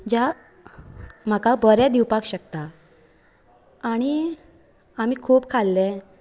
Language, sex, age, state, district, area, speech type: Goan Konkani, female, 18-30, Goa, Canacona, rural, spontaneous